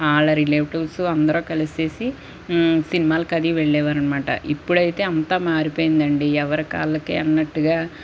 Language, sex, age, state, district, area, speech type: Telugu, female, 30-45, Andhra Pradesh, Guntur, rural, spontaneous